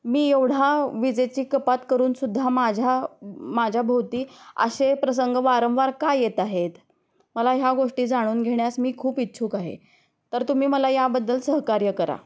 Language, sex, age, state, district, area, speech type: Marathi, female, 30-45, Maharashtra, Osmanabad, rural, spontaneous